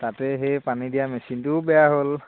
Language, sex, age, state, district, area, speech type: Assamese, male, 18-30, Assam, Dibrugarh, rural, conversation